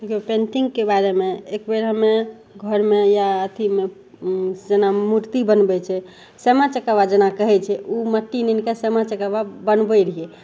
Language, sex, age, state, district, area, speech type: Maithili, female, 18-30, Bihar, Madhepura, rural, spontaneous